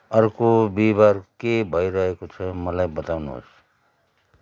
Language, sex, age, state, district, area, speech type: Nepali, male, 60+, West Bengal, Kalimpong, rural, read